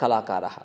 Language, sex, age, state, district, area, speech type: Sanskrit, male, 45-60, Karnataka, Shimoga, urban, spontaneous